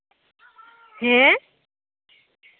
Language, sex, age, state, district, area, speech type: Santali, female, 30-45, West Bengal, Malda, rural, conversation